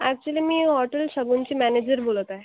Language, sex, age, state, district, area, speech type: Marathi, female, 30-45, Maharashtra, Akola, rural, conversation